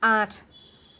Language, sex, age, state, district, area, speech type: Assamese, female, 60+, Assam, Dhemaji, rural, read